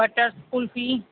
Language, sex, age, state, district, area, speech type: Gujarati, female, 30-45, Gujarat, Aravalli, urban, conversation